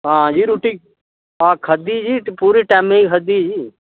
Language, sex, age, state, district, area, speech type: Dogri, male, 30-45, Jammu and Kashmir, Udhampur, rural, conversation